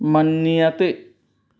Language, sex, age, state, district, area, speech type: Sanskrit, male, 30-45, West Bengal, Purba Medinipur, rural, read